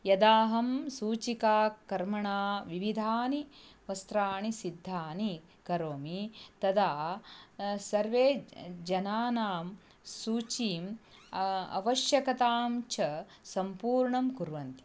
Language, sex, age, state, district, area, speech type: Sanskrit, female, 45-60, Karnataka, Dharwad, urban, spontaneous